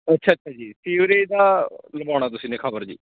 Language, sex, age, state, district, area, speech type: Punjabi, male, 30-45, Punjab, Mansa, rural, conversation